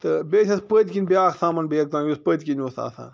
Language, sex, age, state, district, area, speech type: Kashmiri, male, 45-60, Jammu and Kashmir, Bandipora, rural, spontaneous